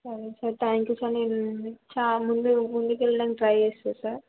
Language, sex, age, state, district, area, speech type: Telugu, female, 18-30, Telangana, Peddapalli, rural, conversation